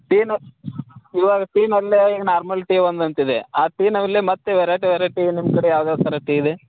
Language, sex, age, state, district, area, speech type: Kannada, male, 30-45, Karnataka, Belgaum, rural, conversation